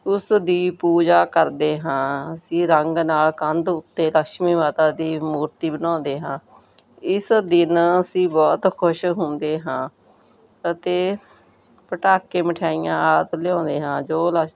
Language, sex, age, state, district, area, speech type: Punjabi, female, 45-60, Punjab, Bathinda, rural, spontaneous